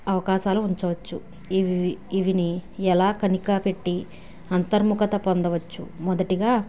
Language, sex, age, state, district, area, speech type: Telugu, female, 45-60, Andhra Pradesh, Krishna, urban, spontaneous